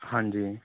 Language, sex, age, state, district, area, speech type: Punjabi, male, 18-30, Punjab, Fazilka, urban, conversation